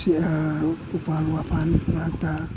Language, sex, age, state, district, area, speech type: Manipuri, male, 60+, Manipur, Kakching, rural, spontaneous